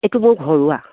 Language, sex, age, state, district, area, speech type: Assamese, female, 45-60, Assam, Dibrugarh, rural, conversation